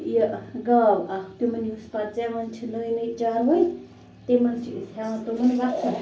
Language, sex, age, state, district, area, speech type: Kashmiri, female, 18-30, Jammu and Kashmir, Bandipora, rural, spontaneous